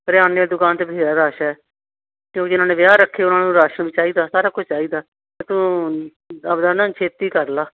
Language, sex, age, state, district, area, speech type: Punjabi, female, 60+, Punjab, Muktsar, urban, conversation